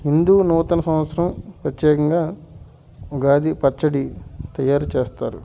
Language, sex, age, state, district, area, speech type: Telugu, male, 45-60, Andhra Pradesh, Alluri Sitarama Raju, rural, spontaneous